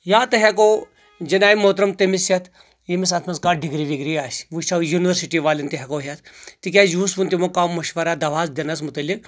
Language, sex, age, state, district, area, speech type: Kashmiri, male, 45-60, Jammu and Kashmir, Anantnag, rural, spontaneous